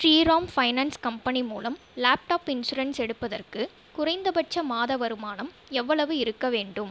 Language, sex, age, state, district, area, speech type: Tamil, female, 18-30, Tamil Nadu, Viluppuram, rural, read